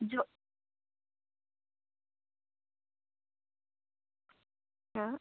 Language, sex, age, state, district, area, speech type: Malayalam, female, 45-60, Kerala, Kozhikode, urban, conversation